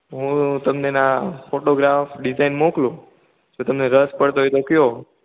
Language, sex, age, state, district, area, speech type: Gujarati, male, 18-30, Gujarat, Ahmedabad, urban, conversation